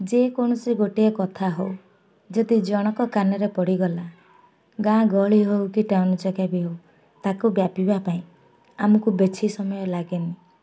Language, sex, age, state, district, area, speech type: Odia, female, 18-30, Odisha, Jagatsinghpur, urban, spontaneous